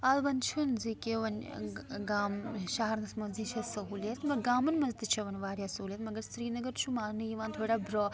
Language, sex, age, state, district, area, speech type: Kashmiri, female, 18-30, Jammu and Kashmir, Srinagar, rural, spontaneous